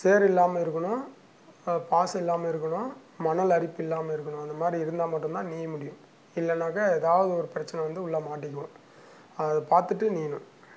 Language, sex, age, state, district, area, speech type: Tamil, male, 60+, Tamil Nadu, Dharmapuri, rural, spontaneous